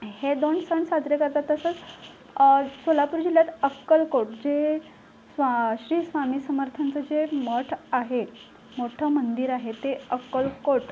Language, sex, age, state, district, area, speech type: Marathi, female, 18-30, Maharashtra, Solapur, urban, spontaneous